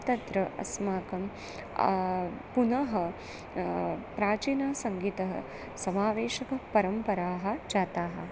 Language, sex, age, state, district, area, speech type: Sanskrit, female, 30-45, Maharashtra, Nagpur, urban, spontaneous